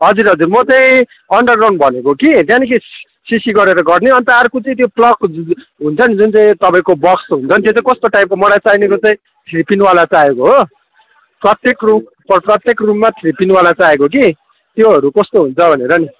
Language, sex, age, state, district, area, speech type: Nepali, male, 30-45, West Bengal, Kalimpong, rural, conversation